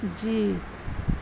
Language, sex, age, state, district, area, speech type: Urdu, female, 60+, Bihar, Gaya, urban, spontaneous